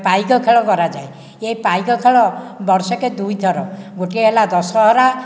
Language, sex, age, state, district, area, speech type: Odia, male, 60+, Odisha, Nayagarh, rural, spontaneous